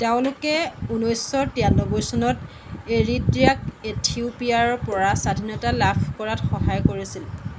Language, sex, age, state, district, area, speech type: Assamese, female, 30-45, Assam, Jorhat, urban, read